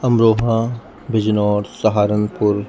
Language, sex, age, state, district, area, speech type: Urdu, male, 18-30, Delhi, East Delhi, urban, spontaneous